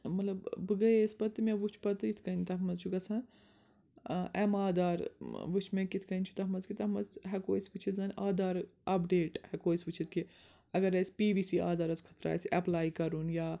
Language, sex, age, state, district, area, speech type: Kashmiri, female, 18-30, Jammu and Kashmir, Srinagar, urban, spontaneous